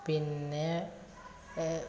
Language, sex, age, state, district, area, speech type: Malayalam, female, 30-45, Kerala, Malappuram, rural, spontaneous